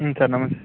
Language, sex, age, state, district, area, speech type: Kannada, male, 18-30, Karnataka, Kolar, rural, conversation